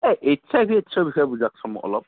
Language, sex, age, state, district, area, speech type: Assamese, male, 45-60, Assam, Darrang, urban, conversation